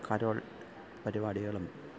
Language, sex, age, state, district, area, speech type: Malayalam, male, 45-60, Kerala, Thiruvananthapuram, rural, spontaneous